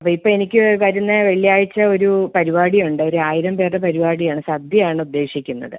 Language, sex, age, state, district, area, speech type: Malayalam, female, 45-60, Kerala, Ernakulam, rural, conversation